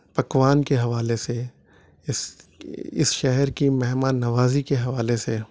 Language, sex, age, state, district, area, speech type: Urdu, male, 30-45, Telangana, Hyderabad, urban, spontaneous